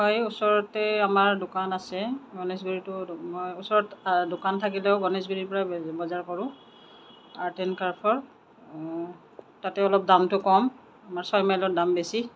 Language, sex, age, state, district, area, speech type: Assamese, female, 45-60, Assam, Kamrup Metropolitan, urban, spontaneous